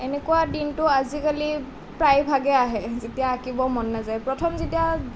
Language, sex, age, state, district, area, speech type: Assamese, female, 18-30, Assam, Nalbari, rural, spontaneous